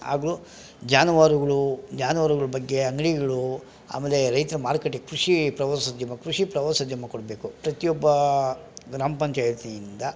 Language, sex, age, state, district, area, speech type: Kannada, male, 45-60, Karnataka, Bangalore Rural, rural, spontaneous